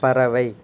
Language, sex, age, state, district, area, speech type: Tamil, male, 30-45, Tamil Nadu, Ariyalur, rural, read